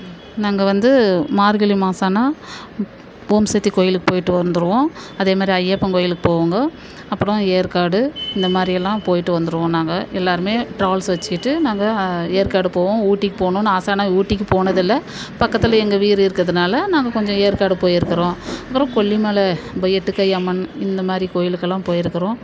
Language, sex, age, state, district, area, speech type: Tamil, female, 45-60, Tamil Nadu, Dharmapuri, rural, spontaneous